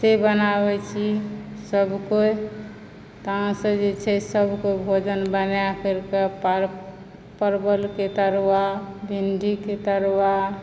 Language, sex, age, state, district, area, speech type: Maithili, female, 60+, Bihar, Supaul, urban, spontaneous